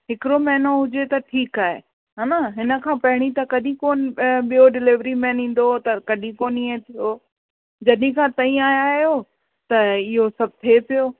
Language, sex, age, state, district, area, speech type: Sindhi, female, 45-60, Uttar Pradesh, Lucknow, urban, conversation